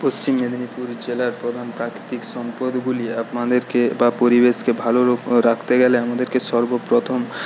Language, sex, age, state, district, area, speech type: Bengali, male, 18-30, West Bengal, Paschim Medinipur, rural, spontaneous